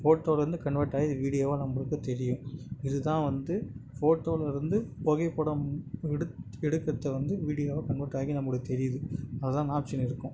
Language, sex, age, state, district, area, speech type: Tamil, male, 18-30, Tamil Nadu, Tiruvannamalai, urban, spontaneous